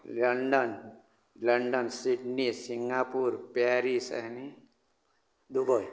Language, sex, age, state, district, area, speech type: Goan Konkani, male, 45-60, Goa, Bardez, rural, spontaneous